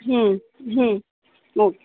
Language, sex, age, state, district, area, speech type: Kannada, female, 30-45, Karnataka, Bellary, rural, conversation